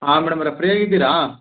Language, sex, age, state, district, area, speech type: Kannada, male, 30-45, Karnataka, Mandya, rural, conversation